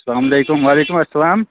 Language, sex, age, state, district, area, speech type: Kashmiri, male, 30-45, Jammu and Kashmir, Bandipora, rural, conversation